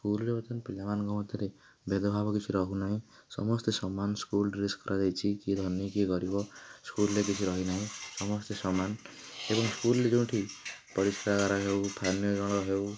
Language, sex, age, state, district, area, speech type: Odia, male, 18-30, Odisha, Nayagarh, rural, spontaneous